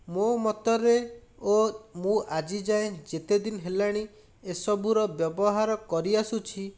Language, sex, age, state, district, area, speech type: Odia, male, 45-60, Odisha, Bhadrak, rural, spontaneous